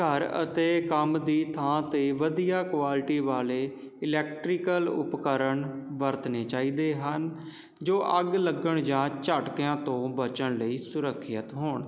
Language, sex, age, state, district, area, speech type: Punjabi, male, 30-45, Punjab, Jalandhar, urban, spontaneous